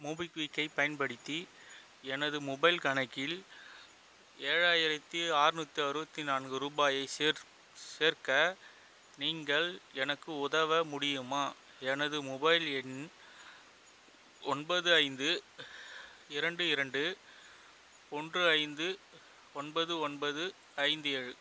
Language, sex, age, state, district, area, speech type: Tamil, male, 30-45, Tamil Nadu, Chengalpattu, rural, read